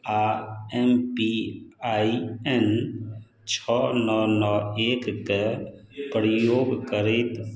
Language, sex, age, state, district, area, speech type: Maithili, male, 60+, Bihar, Madhubani, rural, read